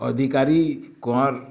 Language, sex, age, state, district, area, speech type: Odia, male, 60+, Odisha, Bargarh, rural, spontaneous